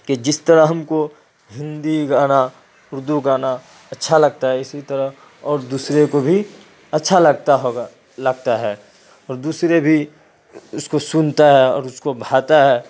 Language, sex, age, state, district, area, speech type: Urdu, male, 30-45, Uttar Pradesh, Ghaziabad, rural, spontaneous